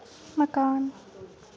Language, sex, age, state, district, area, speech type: Dogri, female, 18-30, Jammu and Kashmir, Kathua, rural, read